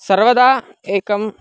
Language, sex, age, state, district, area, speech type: Sanskrit, male, 18-30, Karnataka, Mysore, urban, spontaneous